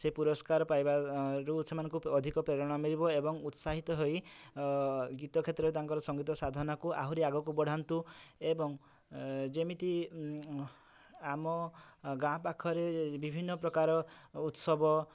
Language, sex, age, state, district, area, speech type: Odia, male, 30-45, Odisha, Mayurbhanj, rural, spontaneous